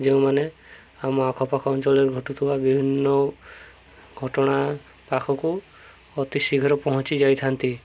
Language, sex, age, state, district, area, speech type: Odia, male, 30-45, Odisha, Subarnapur, urban, spontaneous